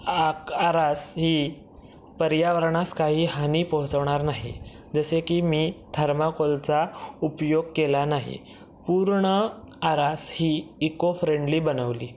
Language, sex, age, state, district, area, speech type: Marathi, male, 18-30, Maharashtra, Raigad, rural, spontaneous